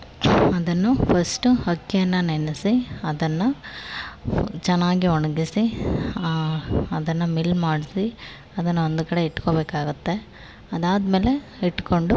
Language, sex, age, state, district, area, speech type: Kannada, female, 18-30, Karnataka, Chamarajanagar, rural, spontaneous